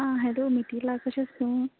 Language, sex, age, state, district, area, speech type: Goan Konkani, female, 18-30, Goa, Quepem, rural, conversation